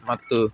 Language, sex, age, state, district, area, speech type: Kannada, male, 18-30, Karnataka, Udupi, rural, spontaneous